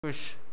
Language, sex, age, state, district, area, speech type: Hindi, male, 60+, Rajasthan, Jodhpur, urban, read